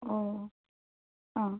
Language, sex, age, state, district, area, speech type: Malayalam, female, 18-30, Kerala, Palakkad, rural, conversation